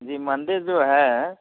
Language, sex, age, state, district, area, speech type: Hindi, male, 30-45, Bihar, Begusarai, rural, conversation